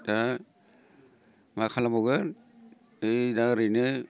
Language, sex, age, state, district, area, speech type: Bodo, male, 45-60, Assam, Baksa, urban, spontaneous